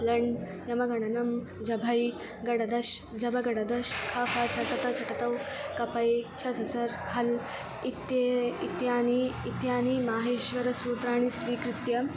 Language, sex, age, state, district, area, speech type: Sanskrit, female, 18-30, Karnataka, Belgaum, urban, spontaneous